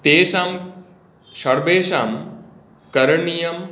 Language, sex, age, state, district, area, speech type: Sanskrit, male, 45-60, West Bengal, Hooghly, rural, spontaneous